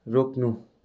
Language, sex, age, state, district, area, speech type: Nepali, male, 18-30, West Bengal, Darjeeling, rural, read